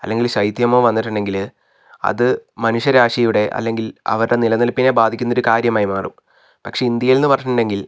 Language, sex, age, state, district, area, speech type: Malayalam, male, 45-60, Kerala, Wayanad, rural, spontaneous